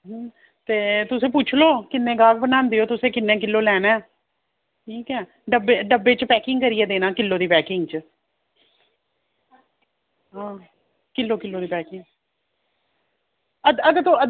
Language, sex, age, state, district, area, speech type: Dogri, female, 30-45, Jammu and Kashmir, Reasi, rural, conversation